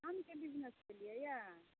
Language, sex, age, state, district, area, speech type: Maithili, female, 45-60, Bihar, Muzaffarpur, urban, conversation